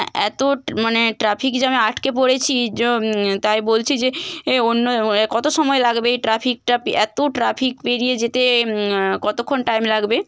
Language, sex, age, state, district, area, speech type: Bengali, female, 18-30, West Bengal, Bankura, urban, spontaneous